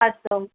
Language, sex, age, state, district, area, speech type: Sanskrit, female, 45-60, Tamil Nadu, Coimbatore, urban, conversation